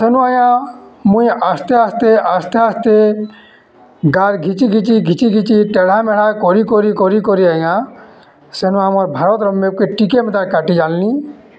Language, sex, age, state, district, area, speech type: Odia, male, 45-60, Odisha, Bargarh, urban, spontaneous